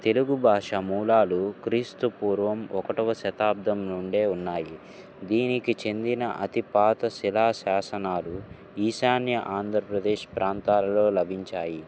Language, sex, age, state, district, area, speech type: Telugu, male, 18-30, Andhra Pradesh, Guntur, urban, spontaneous